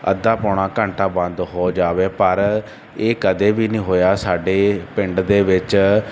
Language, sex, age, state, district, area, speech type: Punjabi, male, 30-45, Punjab, Barnala, rural, spontaneous